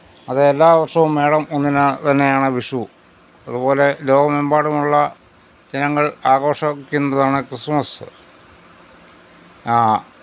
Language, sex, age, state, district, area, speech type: Malayalam, male, 60+, Kerala, Pathanamthitta, urban, spontaneous